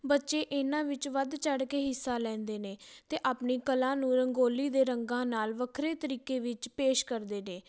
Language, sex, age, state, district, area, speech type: Punjabi, female, 18-30, Punjab, Patiala, rural, spontaneous